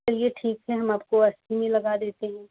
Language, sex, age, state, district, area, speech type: Hindi, female, 18-30, Uttar Pradesh, Jaunpur, urban, conversation